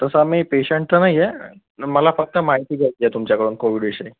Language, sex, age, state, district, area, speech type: Marathi, male, 18-30, Maharashtra, Akola, urban, conversation